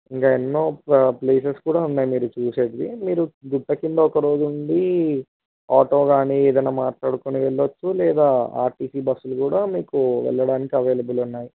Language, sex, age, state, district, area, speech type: Telugu, male, 18-30, Telangana, Vikarabad, urban, conversation